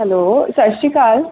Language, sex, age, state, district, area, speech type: Punjabi, female, 18-30, Punjab, Pathankot, urban, conversation